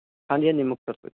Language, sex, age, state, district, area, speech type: Punjabi, male, 30-45, Punjab, Muktsar, urban, conversation